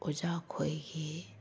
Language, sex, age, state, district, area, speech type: Manipuri, female, 30-45, Manipur, Senapati, rural, spontaneous